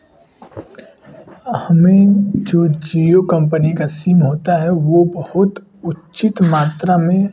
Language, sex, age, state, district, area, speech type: Hindi, male, 18-30, Uttar Pradesh, Varanasi, rural, spontaneous